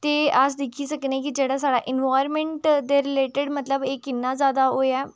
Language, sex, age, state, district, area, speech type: Dogri, female, 30-45, Jammu and Kashmir, Udhampur, urban, spontaneous